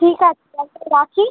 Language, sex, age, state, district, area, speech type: Bengali, female, 18-30, West Bengal, Kolkata, urban, conversation